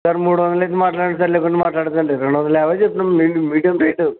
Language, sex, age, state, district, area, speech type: Telugu, male, 45-60, Andhra Pradesh, Kadapa, rural, conversation